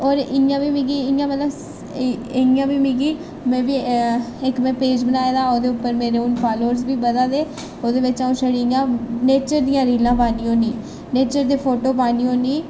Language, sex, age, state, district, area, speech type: Dogri, female, 18-30, Jammu and Kashmir, Reasi, rural, spontaneous